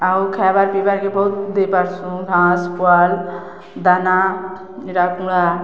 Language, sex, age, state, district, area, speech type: Odia, female, 60+, Odisha, Balangir, urban, spontaneous